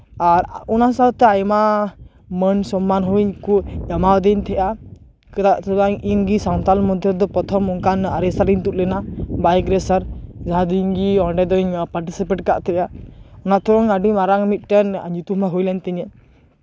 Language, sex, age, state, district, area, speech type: Santali, male, 18-30, West Bengal, Purba Bardhaman, rural, spontaneous